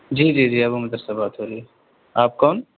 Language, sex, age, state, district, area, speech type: Urdu, male, 18-30, Bihar, Purnia, rural, conversation